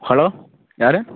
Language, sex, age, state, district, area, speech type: Tamil, male, 30-45, Tamil Nadu, Ariyalur, rural, conversation